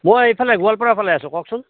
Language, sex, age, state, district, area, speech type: Assamese, male, 45-60, Assam, Goalpara, rural, conversation